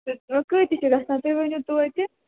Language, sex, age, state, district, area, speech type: Kashmiri, female, 30-45, Jammu and Kashmir, Srinagar, urban, conversation